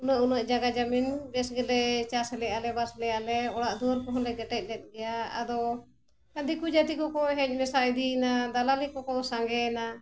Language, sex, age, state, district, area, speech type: Santali, female, 45-60, Jharkhand, Bokaro, rural, spontaneous